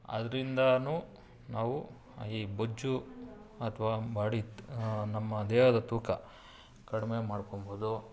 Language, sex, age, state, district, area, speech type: Kannada, male, 45-60, Karnataka, Bangalore Urban, rural, spontaneous